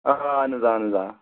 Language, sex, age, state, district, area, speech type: Kashmiri, male, 30-45, Jammu and Kashmir, Bandipora, rural, conversation